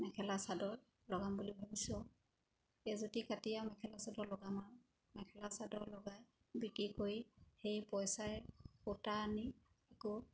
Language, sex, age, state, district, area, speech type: Assamese, female, 30-45, Assam, Sivasagar, rural, spontaneous